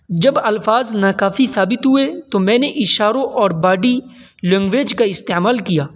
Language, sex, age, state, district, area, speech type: Urdu, male, 18-30, Uttar Pradesh, Saharanpur, urban, spontaneous